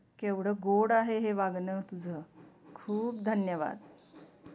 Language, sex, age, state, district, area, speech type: Marathi, female, 45-60, Maharashtra, Osmanabad, rural, read